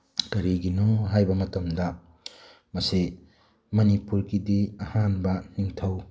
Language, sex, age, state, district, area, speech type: Manipuri, male, 30-45, Manipur, Tengnoupal, urban, spontaneous